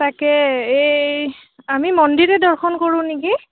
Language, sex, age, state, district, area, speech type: Assamese, female, 18-30, Assam, Goalpara, urban, conversation